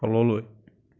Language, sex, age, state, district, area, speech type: Assamese, male, 30-45, Assam, Darrang, rural, read